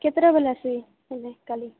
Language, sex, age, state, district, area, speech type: Odia, female, 18-30, Odisha, Malkangiri, urban, conversation